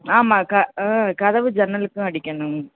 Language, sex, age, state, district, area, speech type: Tamil, female, 45-60, Tamil Nadu, Madurai, urban, conversation